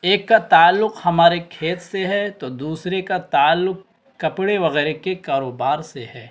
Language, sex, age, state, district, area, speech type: Urdu, male, 18-30, Bihar, Araria, rural, spontaneous